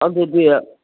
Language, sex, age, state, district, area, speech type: Manipuri, female, 60+, Manipur, Kangpokpi, urban, conversation